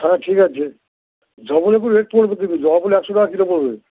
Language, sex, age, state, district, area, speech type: Bengali, male, 60+, West Bengal, Dakshin Dinajpur, rural, conversation